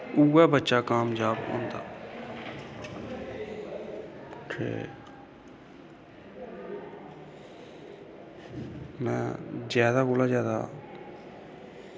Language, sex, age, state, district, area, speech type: Dogri, male, 30-45, Jammu and Kashmir, Kathua, rural, spontaneous